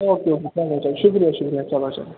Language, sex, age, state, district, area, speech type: Kashmiri, male, 30-45, Jammu and Kashmir, Srinagar, urban, conversation